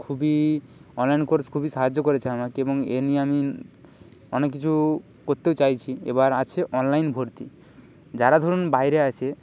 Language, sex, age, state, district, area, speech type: Bengali, male, 30-45, West Bengal, Purba Medinipur, rural, spontaneous